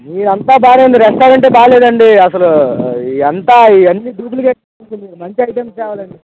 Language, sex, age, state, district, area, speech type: Telugu, male, 18-30, Andhra Pradesh, Bapatla, rural, conversation